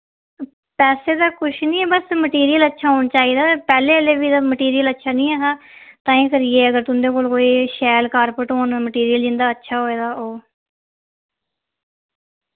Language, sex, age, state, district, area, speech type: Dogri, female, 30-45, Jammu and Kashmir, Reasi, urban, conversation